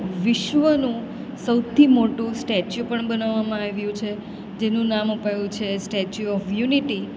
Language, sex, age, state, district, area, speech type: Gujarati, female, 30-45, Gujarat, Valsad, rural, spontaneous